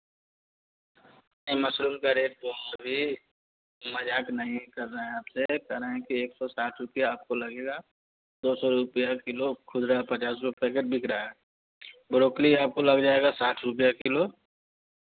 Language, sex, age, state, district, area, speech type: Hindi, male, 30-45, Bihar, Vaishali, urban, conversation